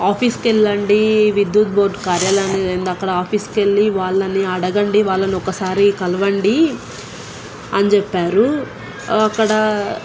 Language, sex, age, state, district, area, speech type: Telugu, female, 18-30, Telangana, Nalgonda, urban, spontaneous